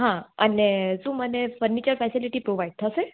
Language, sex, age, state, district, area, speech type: Gujarati, female, 18-30, Gujarat, Surat, urban, conversation